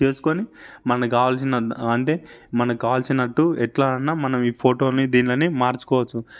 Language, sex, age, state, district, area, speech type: Telugu, male, 18-30, Telangana, Sangareddy, urban, spontaneous